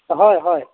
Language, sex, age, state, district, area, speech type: Assamese, male, 45-60, Assam, Jorhat, urban, conversation